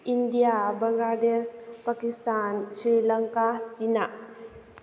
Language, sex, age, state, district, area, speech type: Manipuri, female, 18-30, Manipur, Kakching, rural, spontaneous